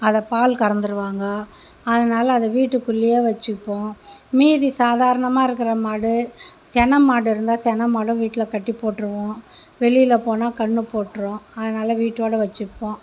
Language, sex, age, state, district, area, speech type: Tamil, female, 30-45, Tamil Nadu, Mayiladuthurai, rural, spontaneous